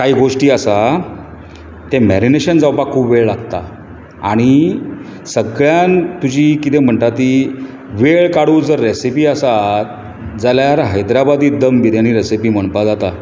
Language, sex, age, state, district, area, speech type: Goan Konkani, male, 45-60, Goa, Bardez, urban, spontaneous